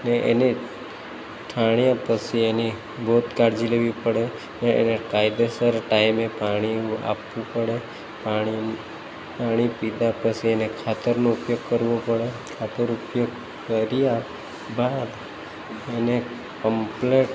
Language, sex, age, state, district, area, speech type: Gujarati, male, 30-45, Gujarat, Narmada, rural, spontaneous